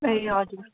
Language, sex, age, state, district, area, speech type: Nepali, female, 18-30, West Bengal, Darjeeling, rural, conversation